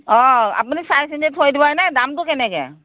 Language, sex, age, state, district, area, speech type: Assamese, female, 60+, Assam, Morigaon, rural, conversation